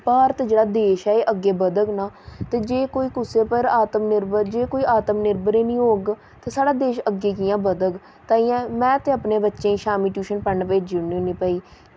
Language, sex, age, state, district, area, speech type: Dogri, female, 30-45, Jammu and Kashmir, Samba, urban, spontaneous